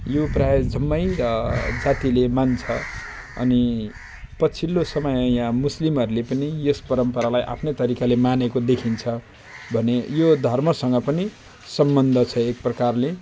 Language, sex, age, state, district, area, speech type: Nepali, male, 45-60, West Bengal, Jalpaiguri, rural, spontaneous